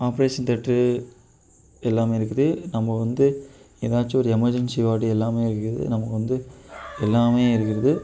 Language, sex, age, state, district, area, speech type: Tamil, male, 18-30, Tamil Nadu, Tiruchirappalli, rural, spontaneous